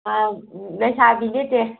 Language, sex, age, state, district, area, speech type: Manipuri, female, 18-30, Manipur, Kangpokpi, urban, conversation